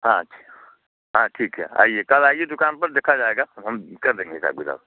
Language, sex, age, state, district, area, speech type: Hindi, male, 60+, Bihar, Muzaffarpur, rural, conversation